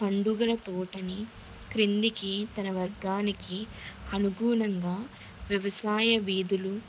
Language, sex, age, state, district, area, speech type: Telugu, female, 18-30, Telangana, Vikarabad, urban, spontaneous